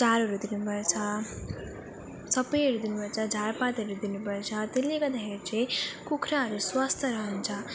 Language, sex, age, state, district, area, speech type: Nepali, female, 18-30, West Bengal, Jalpaiguri, rural, spontaneous